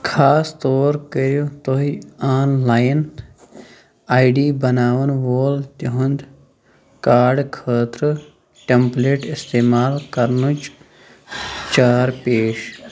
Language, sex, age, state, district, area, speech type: Kashmiri, male, 30-45, Jammu and Kashmir, Shopian, rural, read